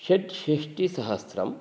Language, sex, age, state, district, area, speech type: Sanskrit, male, 45-60, Karnataka, Shimoga, urban, spontaneous